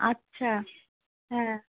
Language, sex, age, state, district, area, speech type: Bengali, female, 18-30, West Bengal, Alipurduar, rural, conversation